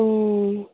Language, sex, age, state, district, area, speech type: Manipuri, female, 18-30, Manipur, Senapati, rural, conversation